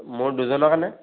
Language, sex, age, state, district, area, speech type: Assamese, male, 18-30, Assam, Charaideo, urban, conversation